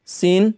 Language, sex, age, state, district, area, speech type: Assamese, male, 30-45, Assam, Biswanath, rural, spontaneous